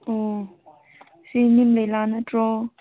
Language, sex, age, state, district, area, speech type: Manipuri, female, 18-30, Manipur, Kangpokpi, urban, conversation